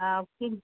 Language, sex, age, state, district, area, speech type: Goan Konkani, female, 45-60, Goa, Ponda, rural, conversation